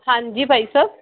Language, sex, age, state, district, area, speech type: Punjabi, female, 45-60, Punjab, Fazilka, rural, conversation